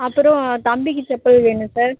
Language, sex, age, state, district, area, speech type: Tamil, female, 30-45, Tamil Nadu, Tiruvannamalai, rural, conversation